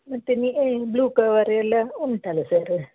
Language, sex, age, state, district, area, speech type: Kannada, female, 60+, Karnataka, Dakshina Kannada, rural, conversation